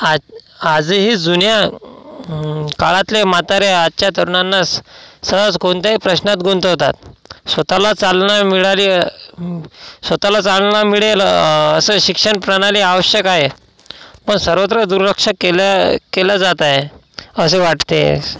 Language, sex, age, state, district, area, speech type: Marathi, male, 18-30, Maharashtra, Washim, rural, spontaneous